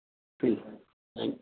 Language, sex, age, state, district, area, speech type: Punjabi, male, 60+, Punjab, Mohali, urban, conversation